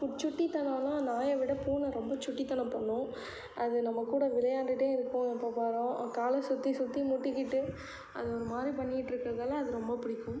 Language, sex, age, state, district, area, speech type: Tamil, female, 18-30, Tamil Nadu, Cuddalore, rural, spontaneous